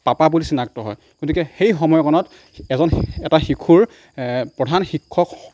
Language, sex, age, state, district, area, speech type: Assamese, male, 45-60, Assam, Darrang, rural, spontaneous